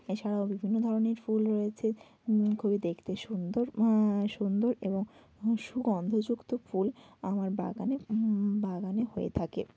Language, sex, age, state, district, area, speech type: Bengali, female, 18-30, West Bengal, Bankura, urban, spontaneous